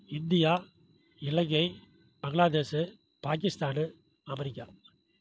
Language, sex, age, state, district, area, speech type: Tamil, male, 60+, Tamil Nadu, Namakkal, rural, spontaneous